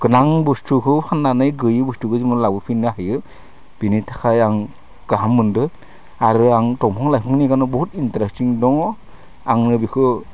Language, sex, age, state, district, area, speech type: Bodo, male, 45-60, Assam, Udalguri, rural, spontaneous